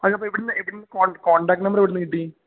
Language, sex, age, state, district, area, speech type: Malayalam, male, 18-30, Kerala, Idukki, rural, conversation